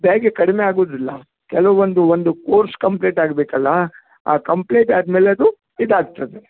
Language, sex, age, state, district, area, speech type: Kannada, male, 60+, Karnataka, Uttara Kannada, rural, conversation